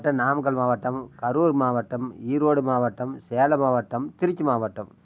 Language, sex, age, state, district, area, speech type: Tamil, male, 60+, Tamil Nadu, Namakkal, rural, spontaneous